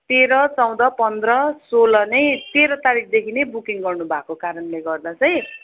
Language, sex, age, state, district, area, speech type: Nepali, female, 45-60, West Bengal, Kalimpong, rural, conversation